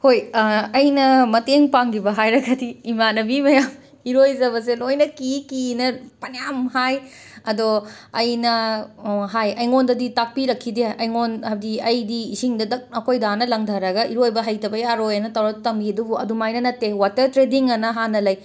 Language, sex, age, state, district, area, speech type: Manipuri, female, 45-60, Manipur, Imphal West, urban, spontaneous